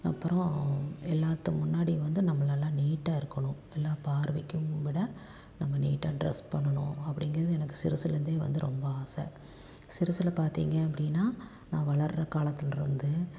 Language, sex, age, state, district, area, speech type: Tamil, female, 45-60, Tamil Nadu, Tiruppur, rural, spontaneous